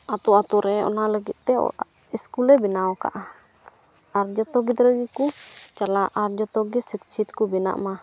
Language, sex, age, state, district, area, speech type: Santali, female, 18-30, Jharkhand, Pakur, rural, spontaneous